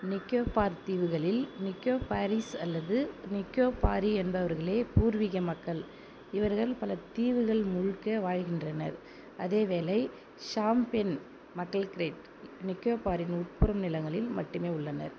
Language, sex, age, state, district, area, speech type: Tamil, female, 45-60, Tamil Nadu, Viluppuram, urban, read